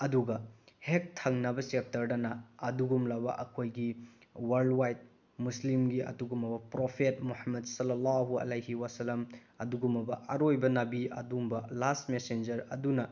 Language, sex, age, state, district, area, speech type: Manipuri, male, 30-45, Manipur, Bishnupur, rural, spontaneous